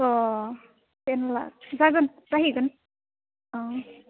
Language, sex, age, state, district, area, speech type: Bodo, female, 18-30, Assam, Udalguri, rural, conversation